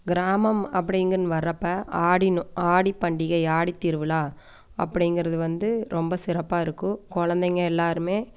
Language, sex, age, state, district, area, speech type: Tamil, female, 30-45, Tamil Nadu, Coimbatore, rural, spontaneous